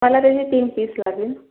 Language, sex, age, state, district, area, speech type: Marathi, female, 45-60, Maharashtra, Yavatmal, urban, conversation